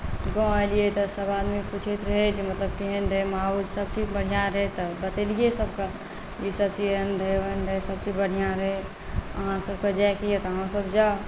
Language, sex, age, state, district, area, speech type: Maithili, female, 45-60, Bihar, Saharsa, rural, spontaneous